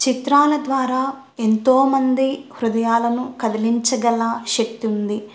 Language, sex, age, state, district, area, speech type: Telugu, female, 18-30, Andhra Pradesh, Kurnool, rural, spontaneous